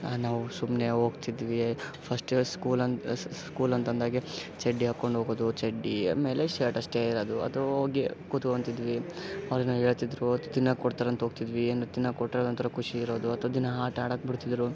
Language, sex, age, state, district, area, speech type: Kannada, male, 18-30, Karnataka, Koppal, rural, spontaneous